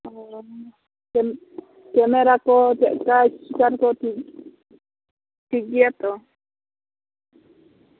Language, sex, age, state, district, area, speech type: Santali, female, 30-45, West Bengal, Bankura, rural, conversation